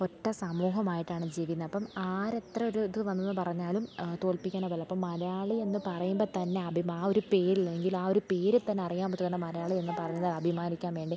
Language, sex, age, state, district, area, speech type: Malayalam, female, 18-30, Kerala, Alappuzha, rural, spontaneous